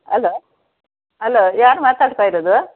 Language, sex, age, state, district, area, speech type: Kannada, female, 60+, Karnataka, Mysore, rural, conversation